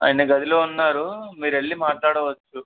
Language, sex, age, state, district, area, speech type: Telugu, male, 18-30, Telangana, Medak, rural, conversation